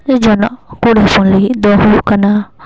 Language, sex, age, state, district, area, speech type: Santali, female, 18-30, West Bengal, Paschim Bardhaman, rural, spontaneous